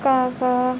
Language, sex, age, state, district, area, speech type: Urdu, female, 18-30, Uttar Pradesh, Gautam Buddha Nagar, urban, spontaneous